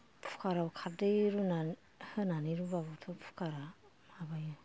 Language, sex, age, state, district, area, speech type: Bodo, female, 60+, Assam, Kokrajhar, rural, spontaneous